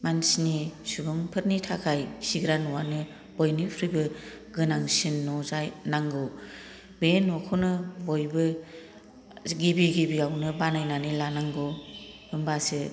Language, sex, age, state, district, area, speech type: Bodo, female, 45-60, Assam, Kokrajhar, rural, spontaneous